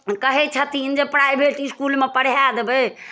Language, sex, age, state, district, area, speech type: Maithili, female, 60+, Bihar, Darbhanga, rural, spontaneous